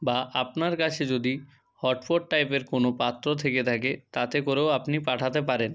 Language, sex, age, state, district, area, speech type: Bengali, male, 30-45, West Bengal, Purba Medinipur, rural, spontaneous